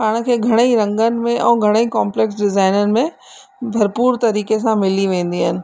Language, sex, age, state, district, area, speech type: Sindhi, female, 30-45, Rajasthan, Ajmer, urban, spontaneous